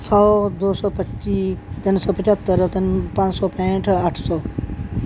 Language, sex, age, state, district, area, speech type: Punjabi, female, 60+, Punjab, Bathinda, urban, spontaneous